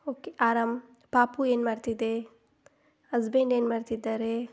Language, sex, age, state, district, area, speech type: Kannada, female, 18-30, Karnataka, Kolar, rural, spontaneous